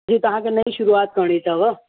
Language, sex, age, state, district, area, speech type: Sindhi, female, 30-45, Uttar Pradesh, Lucknow, urban, conversation